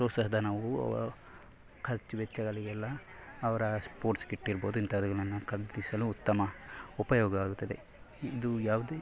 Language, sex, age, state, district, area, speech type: Kannada, male, 18-30, Karnataka, Dakshina Kannada, rural, spontaneous